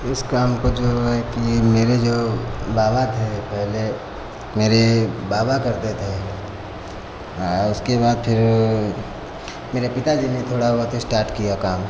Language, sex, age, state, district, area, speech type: Hindi, male, 45-60, Uttar Pradesh, Lucknow, rural, spontaneous